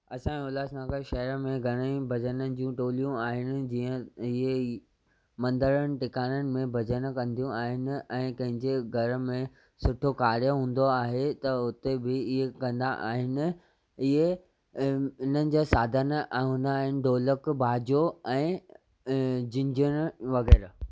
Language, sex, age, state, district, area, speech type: Sindhi, male, 18-30, Maharashtra, Thane, urban, spontaneous